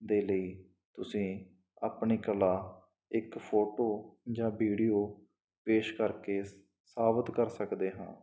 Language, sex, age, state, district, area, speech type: Punjabi, male, 30-45, Punjab, Mansa, urban, spontaneous